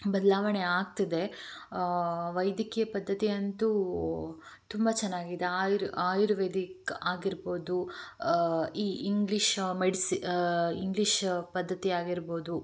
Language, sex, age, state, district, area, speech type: Kannada, female, 18-30, Karnataka, Tumkur, rural, spontaneous